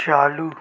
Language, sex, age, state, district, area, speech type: Hindi, male, 30-45, Madhya Pradesh, Seoni, urban, read